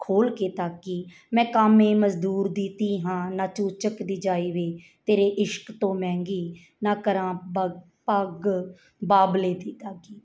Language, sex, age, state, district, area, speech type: Punjabi, female, 45-60, Punjab, Mansa, urban, spontaneous